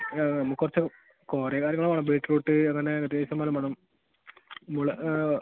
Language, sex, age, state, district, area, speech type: Malayalam, male, 18-30, Kerala, Kasaragod, rural, conversation